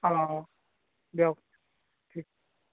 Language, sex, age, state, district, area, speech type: Assamese, male, 30-45, Assam, Barpeta, rural, conversation